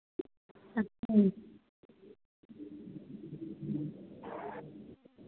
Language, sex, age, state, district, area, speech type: Hindi, female, 30-45, Uttar Pradesh, Varanasi, rural, conversation